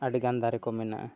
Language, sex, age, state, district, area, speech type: Santali, male, 30-45, Jharkhand, East Singhbhum, rural, spontaneous